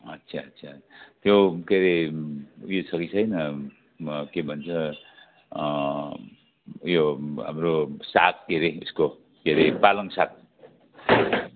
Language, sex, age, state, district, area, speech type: Nepali, male, 60+, West Bengal, Jalpaiguri, rural, conversation